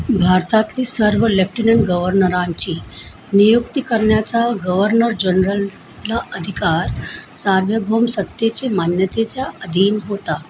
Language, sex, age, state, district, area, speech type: Marathi, female, 45-60, Maharashtra, Mumbai Suburban, urban, read